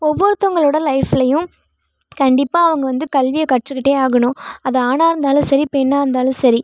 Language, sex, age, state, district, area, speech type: Tamil, female, 18-30, Tamil Nadu, Thanjavur, rural, spontaneous